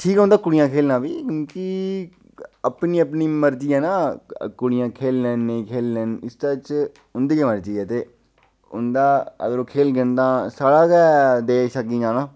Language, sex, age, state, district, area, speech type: Dogri, male, 30-45, Jammu and Kashmir, Udhampur, urban, spontaneous